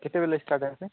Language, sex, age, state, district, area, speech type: Odia, male, 18-30, Odisha, Nuapada, urban, conversation